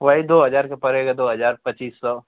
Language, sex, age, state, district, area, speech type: Hindi, male, 30-45, Uttar Pradesh, Ghazipur, rural, conversation